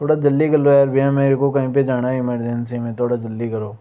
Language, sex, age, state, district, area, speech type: Hindi, male, 18-30, Rajasthan, Jaipur, urban, spontaneous